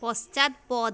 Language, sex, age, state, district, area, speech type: Bengali, female, 30-45, West Bengal, Paschim Medinipur, rural, read